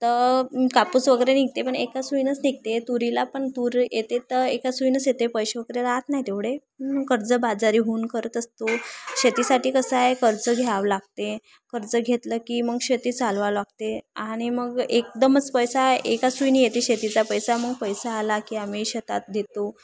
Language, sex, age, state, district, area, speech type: Marathi, female, 18-30, Maharashtra, Thane, rural, spontaneous